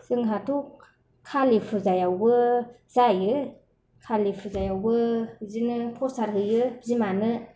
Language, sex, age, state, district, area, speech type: Bodo, female, 45-60, Assam, Kokrajhar, rural, spontaneous